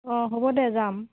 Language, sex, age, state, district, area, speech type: Assamese, female, 45-60, Assam, Goalpara, urban, conversation